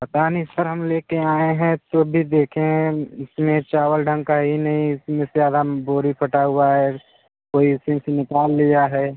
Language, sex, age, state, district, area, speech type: Hindi, male, 18-30, Uttar Pradesh, Mirzapur, rural, conversation